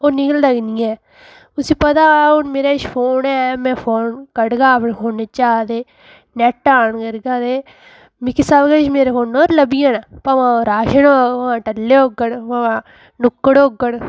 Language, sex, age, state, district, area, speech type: Dogri, female, 30-45, Jammu and Kashmir, Udhampur, urban, spontaneous